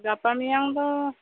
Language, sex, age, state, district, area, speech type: Santali, female, 18-30, West Bengal, Bankura, rural, conversation